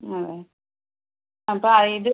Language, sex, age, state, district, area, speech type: Malayalam, female, 60+, Kerala, Palakkad, rural, conversation